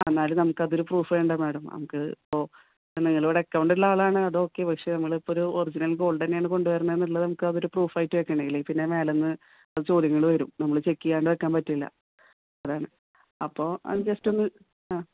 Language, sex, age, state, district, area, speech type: Malayalam, female, 30-45, Kerala, Thrissur, urban, conversation